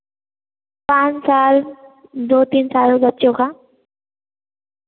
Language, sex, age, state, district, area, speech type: Hindi, female, 18-30, Uttar Pradesh, Varanasi, urban, conversation